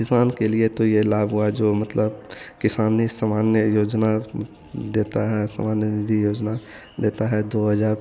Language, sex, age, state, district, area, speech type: Hindi, male, 18-30, Bihar, Madhepura, rural, spontaneous